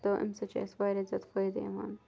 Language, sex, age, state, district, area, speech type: Kashmiri, female, 18-30, Jammu and Kashmir, Kupwara, rural, spontaneous